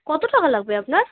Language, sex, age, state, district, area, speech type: Bengali, female, 18-30, West Bengal, Alipurduar, rural, conversation